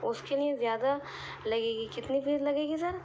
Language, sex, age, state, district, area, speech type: Urdu, female, 18-30, Delhi, East Delhi, urban, spontaneous